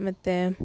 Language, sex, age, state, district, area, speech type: Kannada, female, 30-45, Karnataka, Udupi, rural, spontaneous